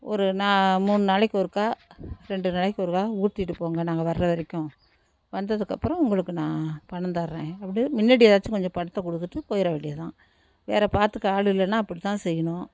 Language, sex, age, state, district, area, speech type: Tamil, female, 60+, Tamil Nadu, Thanjavur, rural, spontaneous